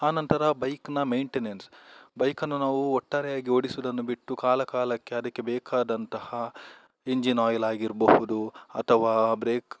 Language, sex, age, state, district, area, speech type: Kannada, male, 18-30, Karnataka, Udupi, rural, spontaneous